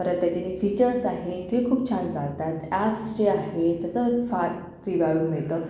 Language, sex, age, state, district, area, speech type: Marathi, female, 30-45, Maharashtra, Akola, urban, spontaneous